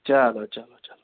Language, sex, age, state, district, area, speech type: Kashmiri, male, 30-45, Jammu and Kashmir, Anantnag, rural, conversation